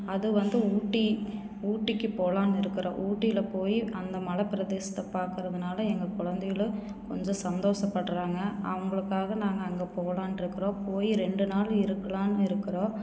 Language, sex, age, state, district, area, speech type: Tamil, female, 30-45, Tamil Nadu, Tiruppur, rural, spontaneous